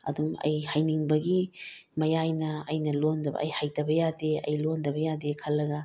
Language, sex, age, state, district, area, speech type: Manipuri, female, 45-60, Manipur, Bishnupur, rural, spontaneous